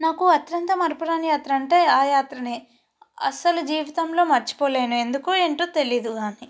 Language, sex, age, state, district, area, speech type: Telugu, female, 18-30, Telangana, Nalgonda, urban, spontaneous